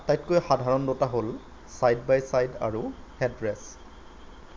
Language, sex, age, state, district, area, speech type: Assamese, male, 30-45, Assam, Lakhimpur, rural, read